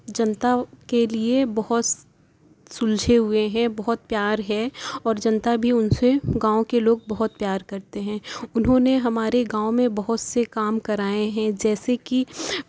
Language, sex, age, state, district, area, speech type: Urdu, female, 18-30, Uttar Pradesh, Mirzapur, rural, spontaneous